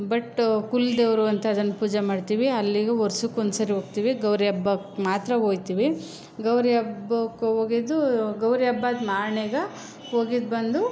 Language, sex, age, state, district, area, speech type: Kannada, female, 30-45, Karnataka, Chamarajanagar, rural, spontaneous